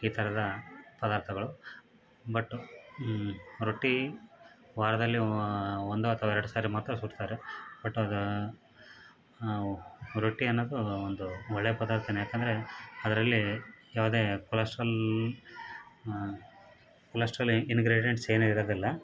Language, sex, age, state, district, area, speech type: Kannada, male, 30-45, Karnataka, Bellary, rural, spontaneous